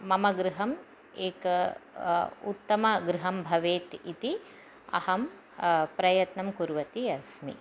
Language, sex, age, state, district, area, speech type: Sanskrit, female, 45-60, Karnataka, Chamarajanagar, rural, spontaneous